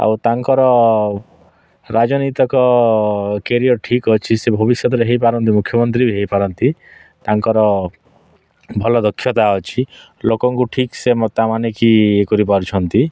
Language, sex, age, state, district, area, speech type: Odia, male, 30-45, Odisha, Kalahandi, rural, spontaneous